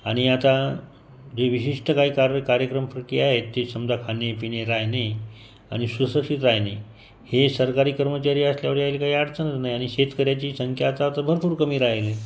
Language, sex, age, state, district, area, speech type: Marathi, male, 45-60, Maharashtra, Buldhana, rural, spontaneous